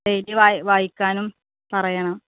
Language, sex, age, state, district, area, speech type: Malayalam, female, 30-45, Kerala, Malappuram, urban, conversation